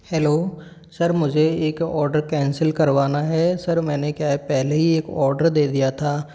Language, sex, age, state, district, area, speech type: Hindi, male, 45-60, Rajasthan, Karauli, rural, spontaneous